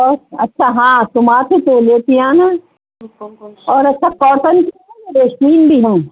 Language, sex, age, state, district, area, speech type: Urdu, female, 60+, Uttar Pradesh, Rampur, urban, conversation